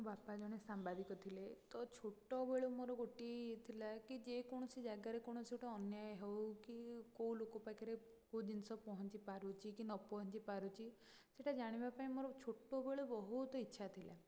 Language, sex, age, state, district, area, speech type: Odia, female, 18-30, Odisha, Puri, urban, spontaneous